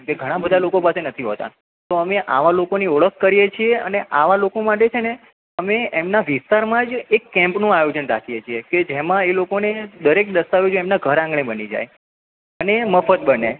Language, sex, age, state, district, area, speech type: Gujarati, male, 30-45, Gujarat, Ahmedabad, urban, conversation